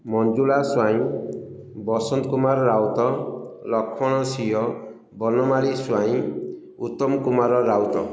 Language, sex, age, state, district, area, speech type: Odia, male, 45-60, Odisha, Ganjam, urban, spontaneous